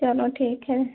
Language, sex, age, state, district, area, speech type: Hindi, female, 45-60, Uttar Pradesh, Ayodhya, rural, conversation